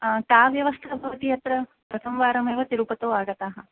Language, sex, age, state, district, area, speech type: Sanskrit, female, 18-30, Maharashtra, Nagpur, urban, conversation